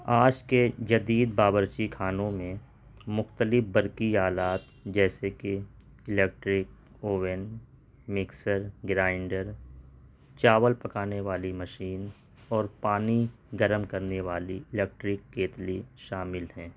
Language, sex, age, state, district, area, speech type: Urdu, male, 30-45, Delhi, North East Delhi, urban, spontaneous